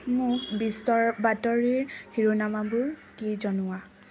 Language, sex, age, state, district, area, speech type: Assamese, female, 18-30, Assam, Tinsukia, urban, read